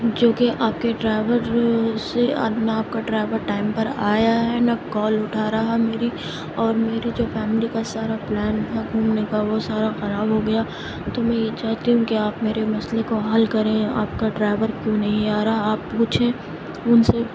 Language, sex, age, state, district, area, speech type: Urdu, female, 30-45, Uttar Pradesh, Aligarh, rural, spontaneous